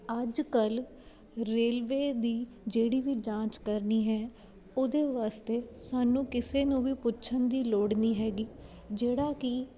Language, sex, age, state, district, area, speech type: Punjabi, female, 18-30, Punjab, Ludhiana, urban, spontaneous